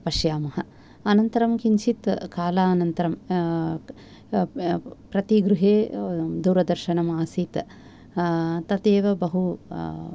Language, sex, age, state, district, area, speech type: Sanskrit, female, 45-60, Tamil Nadu, Thanjavur, urban, spontaneous